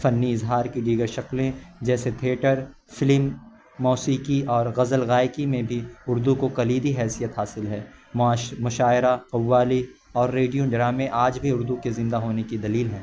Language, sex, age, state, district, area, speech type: Urdu, male, 18-30, Uttar Pradesh, Azamgarh, rural, spontaneous